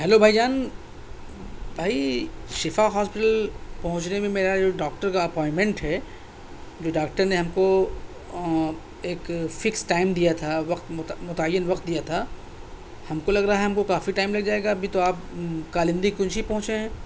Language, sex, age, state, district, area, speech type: Urdu, male, 30-45, Delhi, South Delhi, urban, spontaneous